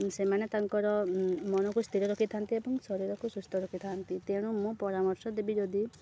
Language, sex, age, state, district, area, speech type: Odia, female, 18-30, Odisha, Subarnapur, urban, spontaneous